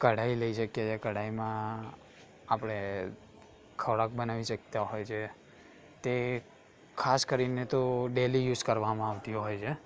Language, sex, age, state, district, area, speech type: Gujarati, male, 18-30, Gujarat, Aravalli, urban, spontaneous